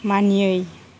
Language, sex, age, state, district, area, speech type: Bodo, female, 60+, Assam, Kokrajhar, rural, read